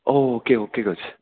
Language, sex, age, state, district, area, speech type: Malayalam, male, 18-30, Kerala, Idukki, rural, conversation